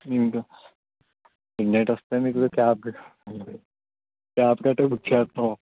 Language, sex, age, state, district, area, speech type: Telugu, male, 18-30, Andhra Pradesh, Anakapalli, rural, conversation